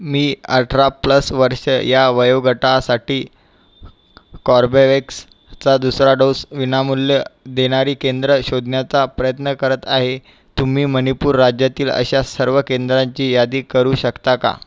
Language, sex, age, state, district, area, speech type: Marathi, male, 18-30, Maharashtra, Buldhana, urban, read